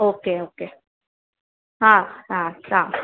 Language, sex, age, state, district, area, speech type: Gujarati, female, 30-45, Gujarat, Narmada, urban, conversation